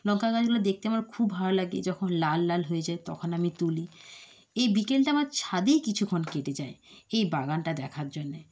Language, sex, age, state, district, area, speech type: Bengali, female, 60+, West Bengal, Nadia, rural, spontaneous